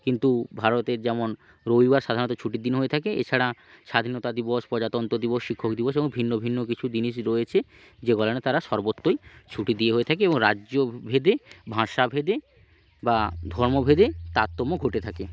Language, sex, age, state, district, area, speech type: Bengali, male, 45-60, West Bengal, Hooghly, urban, spontaneous